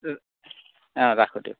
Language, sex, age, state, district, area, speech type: Assamese, male, 45-60, Assam, Goalpara, rural, conversation